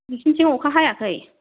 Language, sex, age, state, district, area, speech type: Bodo, female, 18-30, Assam, Kokrajhar, rural, conversation